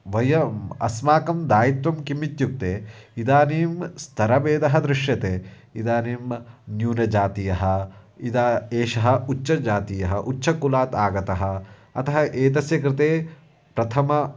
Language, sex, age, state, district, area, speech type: Sanskrit, male, 18-30, Karnataka, Uttara Kannada, rural, spontaneous